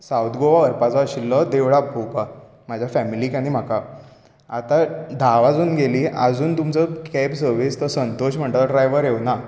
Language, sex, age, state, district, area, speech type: Goan Konkani, male, 18-30, Goa, Bardez, urban, spontaneous